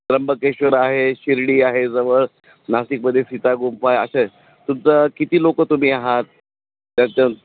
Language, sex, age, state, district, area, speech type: Marathi, male, 60+, Maharashtra, Nashik, urban, conversation